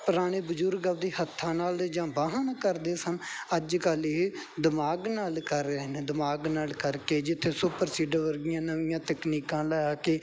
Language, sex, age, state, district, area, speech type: Punjabi, male, 18-30, Punjab, Bathinda, rural, spontaneous